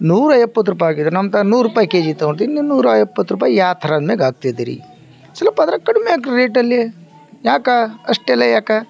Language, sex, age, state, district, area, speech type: Kannada, male, 45-60, Karnataka, Vijayanagara, rural, spontaneous